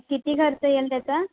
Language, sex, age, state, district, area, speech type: Marathi, female, 18-30, Maharashtra, Ratnagiri, rural, conversation